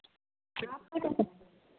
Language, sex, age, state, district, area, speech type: Hindi, female, 45-60, Bihar, Madhepura, rural, conversation